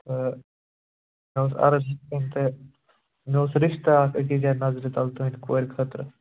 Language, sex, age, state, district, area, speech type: Kashmiri, male, 18-30, Jammu and Kashmir, Ganderbal, rural, conversation